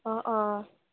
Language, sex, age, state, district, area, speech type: Assamese, female, 18-30, Assam, Kamrup Metropolitan, urban, conversation